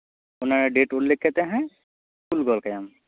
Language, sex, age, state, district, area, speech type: Santali, male, 18-30, West Bengal, Birbhum, rural, conversation